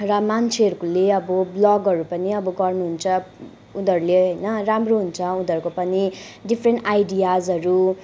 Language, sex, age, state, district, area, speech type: Nepali, female, 18-30, West Bengal, Kalimpong, rural, spontaneous